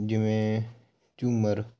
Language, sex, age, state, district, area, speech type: Punjabi, male, 18-30, Punjab, Hoshiarpur, rural, spontaneous